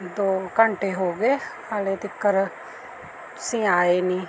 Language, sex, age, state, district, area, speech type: Punjabi, female, 30-45, Punjab, Mansa, urban, spontaneous